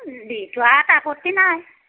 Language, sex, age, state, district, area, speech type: Assamese, female, 30-45, Assam, Majuli, urban, conversation